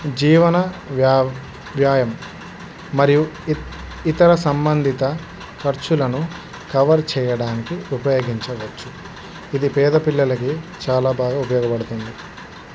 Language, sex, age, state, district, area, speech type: Telugu, male, 18-30, Andhra Pradesh, Krishna, urban, spontaneous